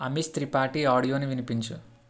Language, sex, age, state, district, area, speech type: Telugu, male, 60+, Andhra Pradesh, Kakinada, rural, read